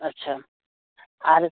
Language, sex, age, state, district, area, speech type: Santali, male, 18-30, West Bengal, Birbhum, rural, conversation